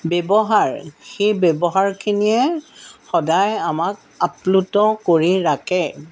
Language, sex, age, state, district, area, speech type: Assamese, female, 60+, Assam, Jorhat, urban, spontaneous